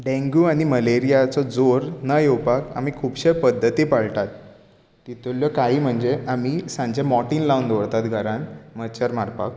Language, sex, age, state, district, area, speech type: Goan Konkani, male, 18-30, Goa, Bardez, urban, spontaneous